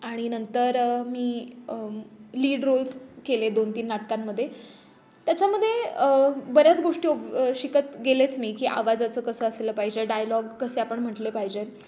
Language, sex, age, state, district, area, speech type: Marathi, female, 18-30, Maharashtra, Pune, urban, spontaneous